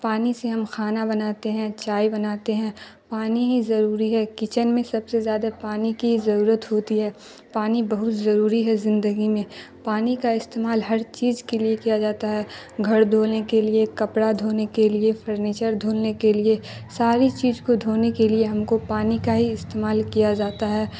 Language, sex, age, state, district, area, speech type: Urdu, female, 30-45, Bihar, Darbhanga, rural, spontaneous